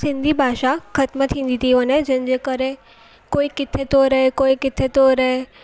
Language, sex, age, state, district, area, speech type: Sindhi, female, 18-30, Gujarat, Surat, urban, spontaneous